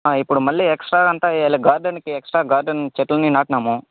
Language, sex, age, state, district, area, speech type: Telugu, male, 30-45, Andhra Pradesh, Chittoor, rural, conversation